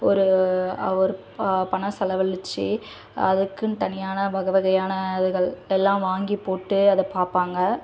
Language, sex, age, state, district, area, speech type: Tamil, female, 18-30, Tamil Nadu, Tirunelveli, rural, spontaneous